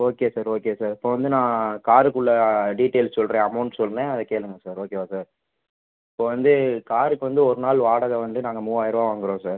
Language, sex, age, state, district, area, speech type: Tamil, male, 18-30, Tamil Nadu, Pudukkottai, rural, conversation